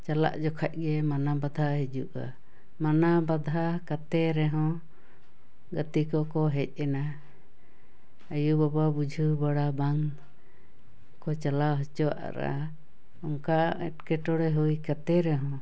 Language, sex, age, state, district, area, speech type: Santali, female, 60+, West Bengal, Paschim Bardhaman, urban, spontaneous